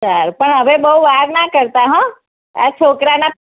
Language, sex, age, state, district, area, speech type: Gujarati, female, 30-45, Gujarat, Kheda, rural, conversation